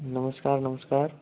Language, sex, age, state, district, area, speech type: Hindi, male, 18-30, Rajasthan, Nagaur, rural, conversation